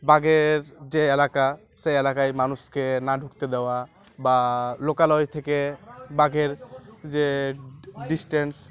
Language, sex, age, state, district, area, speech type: Bengali, male, 18-30, West Bengal, Uttar Dinajpur, urban, spontaneous